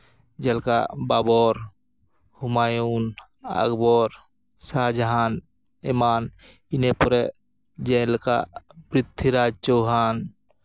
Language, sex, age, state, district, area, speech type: Santali, male, 30-45, West Bengal, Jhargram, rural, spontaneous